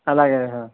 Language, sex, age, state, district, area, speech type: Telugu, male, 60+, Andhra Pradesh, Sri Balaji, urban, conversation